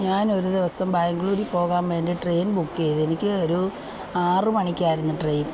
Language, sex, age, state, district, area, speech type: Malayalam, female, 45-60, Kerala, Alappuzha, rural, spontaneous